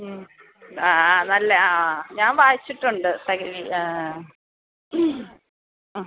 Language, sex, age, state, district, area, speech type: Malayalam, female, 30-45, Kerala, Kollam, rural, conversation